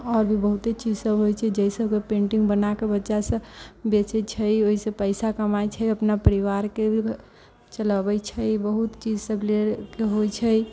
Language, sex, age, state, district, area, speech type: Maithili, female, 30-45, Bihar, Sitamarhi, rural, spontaneous